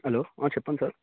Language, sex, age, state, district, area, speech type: Telugu, male, 18-30, Telangana, Vikarabad, urban, conversation